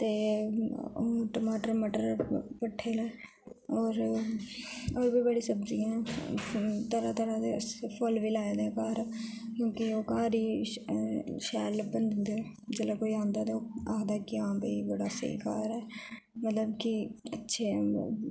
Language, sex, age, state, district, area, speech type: Dogri, female, 18-30, Jammu and Kashmir, Jammu, rural, spontaneous